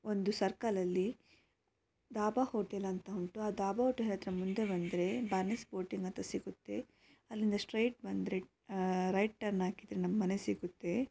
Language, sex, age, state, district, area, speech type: Kannada, female, 18-30, Karnataka, Shimoga, rural, spontaneous